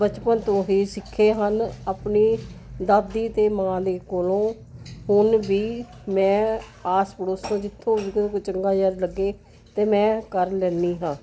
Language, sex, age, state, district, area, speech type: Punjabi, female, 60+, Punjab, Jalandhar, urban, spontaneous